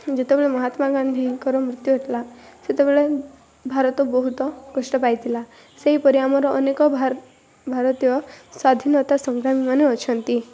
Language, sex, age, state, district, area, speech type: Odia, female, 18-30, Odisha, Rayagada, rural, spontaneous